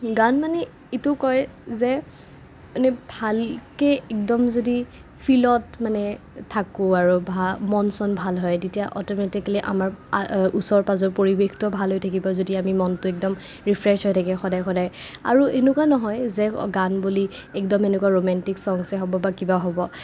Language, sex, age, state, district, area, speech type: Assamese, female, 18-30, Assam, Kamrup Metropolitan, urban, spontaneous